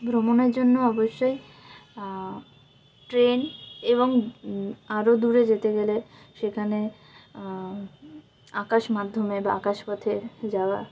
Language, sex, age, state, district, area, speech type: Bengali, female, 18-30, West Bengal, Jalpaiguri, rural, spontaneous